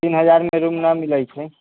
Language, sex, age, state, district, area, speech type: Maithili, male, 30-45, Bihar, Sitamarhi, urban, conversation